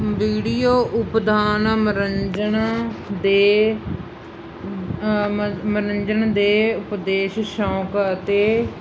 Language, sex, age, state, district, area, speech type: Punjabi, female, 30-45, Punjab, Mansa, rural, spontaneous